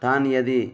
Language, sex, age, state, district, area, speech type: Sanskrit, male, 30-45, Telangana, Narayanpet, urban, spontaneous